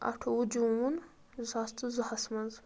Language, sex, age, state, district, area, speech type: Kashmiri, female, 18-30, Jammu and Kashmir, Anantnag, rural, spontaneous